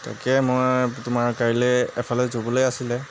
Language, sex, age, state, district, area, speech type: Assamese, male, 18-30, Assam, Jorhat, urban, spontaneous